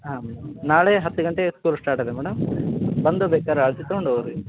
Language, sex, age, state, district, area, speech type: Kannada, male, 18-30, Karnataka, Koppal, rural, conversation